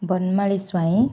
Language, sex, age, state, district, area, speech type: Odia, female, 18-30, Odisha, Jagatsinghpur, urban, spontaneous